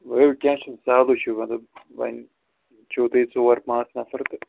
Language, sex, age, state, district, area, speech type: Kashmiri, male, 30-45, Jammu and Kashmir, Srinagar, urban, conversation